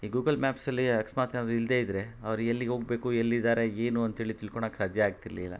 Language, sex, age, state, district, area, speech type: Kannada, male, 45-60, Karnataka, Kolar, urban, spontaneous